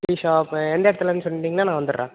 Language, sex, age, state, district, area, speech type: Tamil, male, 30-45, Tamil Nadu, Tiruvarur, rural, conversation